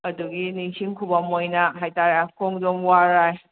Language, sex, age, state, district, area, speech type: Manipuri, female, 18-30, Manipur, Kakching, rural, conversation